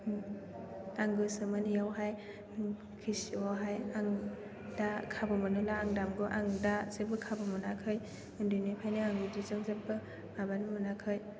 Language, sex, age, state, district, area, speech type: Bodo, female, 18-30, Assam, Chirang, rural, spontaneous